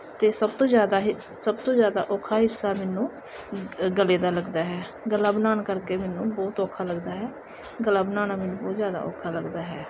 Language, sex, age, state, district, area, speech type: Punjabi, female, 30-45, Punjab, Gurdaspur, urban, spontaneous